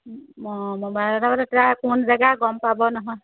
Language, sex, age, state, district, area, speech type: Assamese, female, 45-60, Assam, Golaghat, urban, conversation